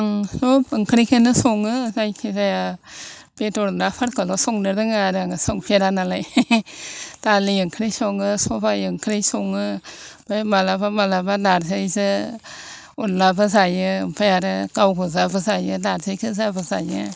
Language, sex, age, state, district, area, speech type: Bodo, female, 60+, Assam, Chirang, rural, spontaneous